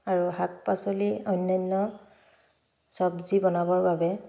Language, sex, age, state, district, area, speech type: Assamese, female, 30-45, Assam, Dhemaji, urban, spontaneous